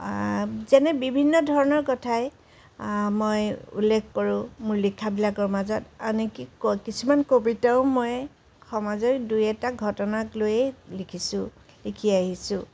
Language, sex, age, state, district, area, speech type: Assamese, female, 60+, Assam, Tinsukia, rural, spontaneous